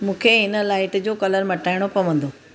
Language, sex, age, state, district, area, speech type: Sindhi, female, 45-60, Gujarat, Surat, urban, read